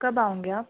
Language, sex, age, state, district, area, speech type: Hindi, female, 18-30, Madhya Pradesh, Betul, rural, conversation